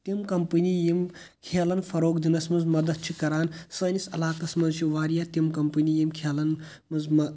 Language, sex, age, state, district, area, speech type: Kashmiri, male, 18-30, Jammu and Kashmir, Kulgam, rural, spontaneous